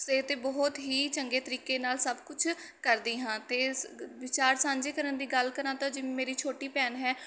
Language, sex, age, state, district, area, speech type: Punjabi, female, 18-30, Punjab, Mohali, rural, spontaneous